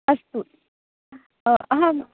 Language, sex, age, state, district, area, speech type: Sanskrit, female, 18-30, Maharashtra, Sangli, rural, conversation